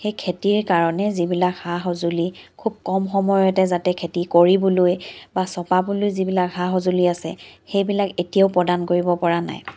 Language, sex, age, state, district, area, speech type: Assamese, female, 30-45, Assam, Charaideo, urban, spontaneous